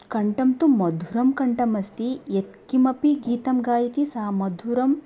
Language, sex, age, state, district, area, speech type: Sanskrit, female, 30-45, Tamil Nadu, Coimbatore, rural, spontaneous